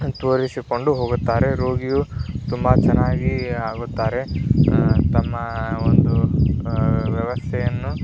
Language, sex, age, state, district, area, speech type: Kannada, male, 18-30, Karnataka, Tumkur, rural, spontaneous